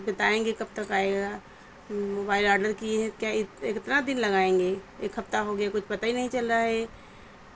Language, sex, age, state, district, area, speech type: Urdu, female, 30-45, Uttar Pradesh, Mirzapur, rural, spontaneous